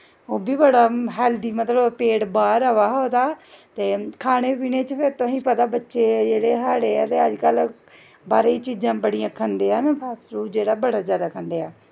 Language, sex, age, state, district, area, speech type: Dogri, female, 30-45, Jammu and Kashmir, Jammu, rural, spontaneous